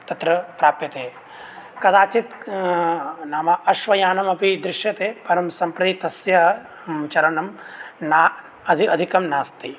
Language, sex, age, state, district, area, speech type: Sanskrit, male, 18-30, Bihar, Begusarai, rural, spontaneous